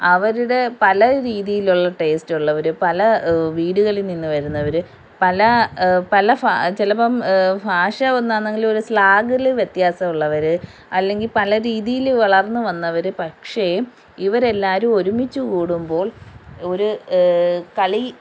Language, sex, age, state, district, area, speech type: Malayalam, female, 30-45, Kerala, Kollam, rural, spontaneous